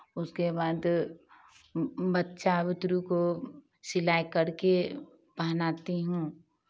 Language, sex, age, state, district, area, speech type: Hindi, female, 45-60, Bihar, Begusarai, rural, spontaneous